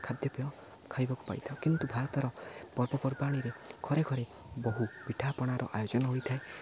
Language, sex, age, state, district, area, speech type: Odia, male, 18-30, Odisha, Jagatsinghpur, rural, spontaneous